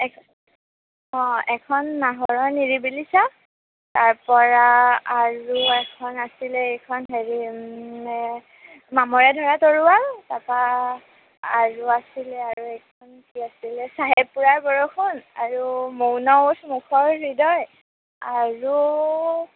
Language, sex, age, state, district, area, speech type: Assamese, female, 18-30, Assam, Kamrup Metropolitan, urban, conversation